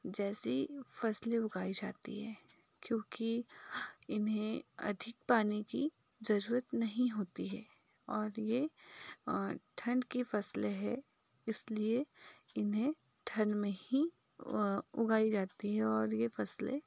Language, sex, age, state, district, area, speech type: Hindi, female, 30-45, Madhya Pradesh, Betul, rural, spontaneous